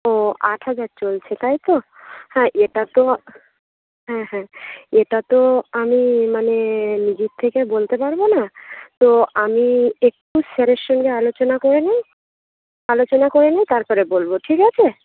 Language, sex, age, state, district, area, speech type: Bengali, female, 18-30, West Bengal, Uttar Dinajpur, urban, conversation